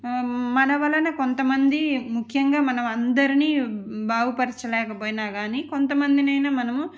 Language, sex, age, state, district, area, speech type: Telugu, female, 45-60, Andhra Pradesh, Nellore, urban, spontaneous